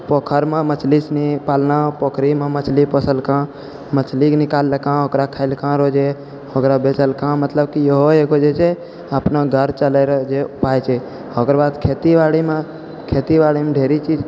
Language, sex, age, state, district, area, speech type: Maithili, male, 45-60, Bihar, Purnia, rural, spontaneous